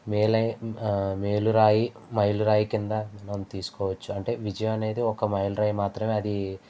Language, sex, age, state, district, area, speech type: Telugu, male, 18-30, Andhra Pradesh, East Godavari, rural, spontaneous